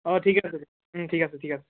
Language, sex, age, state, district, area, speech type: Assamese, male, 18-30, Assam, Barpeta, rural, conversation